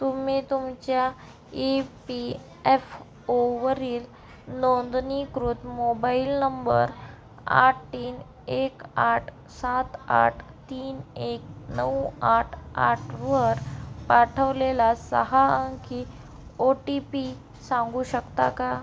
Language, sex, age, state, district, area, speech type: Marathi, female, 18-30, Maharashtra, Amravati, rural, read